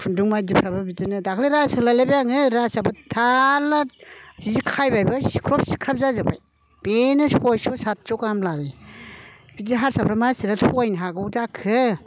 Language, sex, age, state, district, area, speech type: Bodo, female, 60+, Assam, Chirang, rural, spontaneous